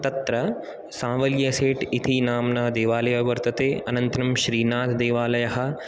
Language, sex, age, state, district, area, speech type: Sanskrit, male, 18-30, Rajasthan, Jaipur, urban, spontaneous